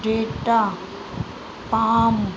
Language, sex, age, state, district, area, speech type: Sindhi, female, 45-60, Uttar Pradesh, Lucknow, rural, read